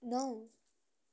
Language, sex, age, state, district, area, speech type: Nepali, female, 18-30, West Bengal, Kalimpong, rural, read